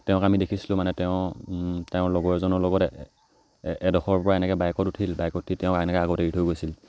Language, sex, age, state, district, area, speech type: Assamese, male, 18-30, Assam, Charaideo, rural, spontaneous